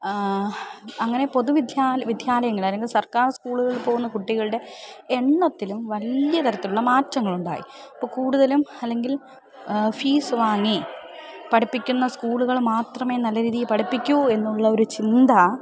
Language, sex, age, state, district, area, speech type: Malayalam, female, 30-45, Kerala, Thiruvananthapuram, urban, spontaneous